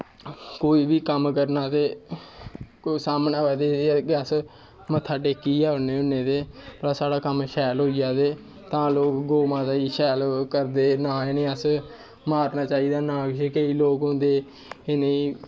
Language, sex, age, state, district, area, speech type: Dogri, male, 18-30, Jammu and Kashmir, Kathua, rural, spontaneous